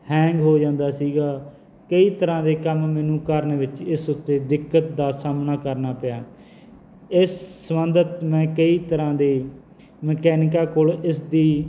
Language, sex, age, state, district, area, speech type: Punjabi, male, 30-45, Punjab, Barnala, rural, spontaneous